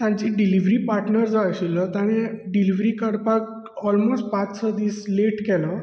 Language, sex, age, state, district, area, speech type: Goan Konkani, male, 30-45, Goa, Bardez, urban, spontaneous